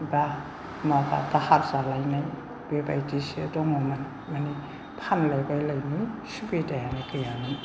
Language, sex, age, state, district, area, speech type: Bodo, female, 60+, Assam, Chirang, rural, spontaneous